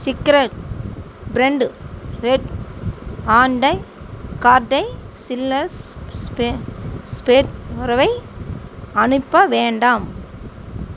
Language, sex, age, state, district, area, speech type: Tamil, female, 45-60, Tamil Nadu, Coimbatore, rural, read